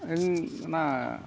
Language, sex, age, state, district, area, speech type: Santali, male, 45-60, Odisha, Mayurbhanj, rural, spontaneous